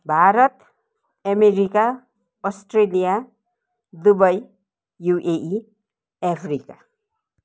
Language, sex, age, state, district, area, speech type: Nepali, female, 60+, West Bengal, Kalimpong, rural, spontaneous